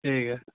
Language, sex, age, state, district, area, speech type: Urdu, male, 18-30, Bihar, Supaul, rural, conversation